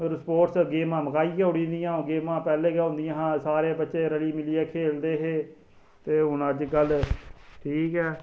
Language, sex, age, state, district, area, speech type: Dogri, male, 30-45, Jammu and Kashmir, Samba, rural, spontaneous